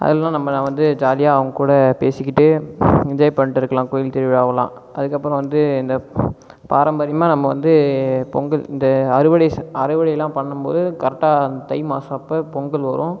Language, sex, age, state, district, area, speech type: Tamil, male, 18-30, Tamil Nadu, Cuddalore, rural, spontaneous